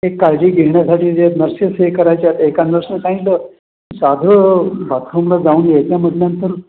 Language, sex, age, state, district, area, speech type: Marathi, male, 60+, Maharashtra, Pune, urban, conversation